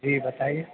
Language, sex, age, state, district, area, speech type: Urdu, male, 60+, Delhi, Central Delhi, urban, conversation